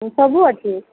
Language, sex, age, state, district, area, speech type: Odia, female, 30-45, Odisha, Boudh, rural, conversation